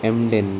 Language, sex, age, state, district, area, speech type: Telugu, male, 18-30, Andhra Pradesh, Krishna, urban, spontaneous